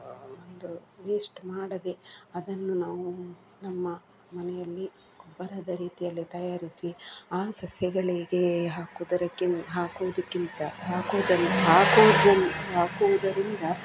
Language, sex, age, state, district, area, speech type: Kannada, female, 45-60, Karnataka, Udupi, rural, spontaneous